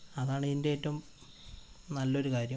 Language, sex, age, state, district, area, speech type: Malayalam, male, 18-30, Kerala, Wayanad, rural, spontaneous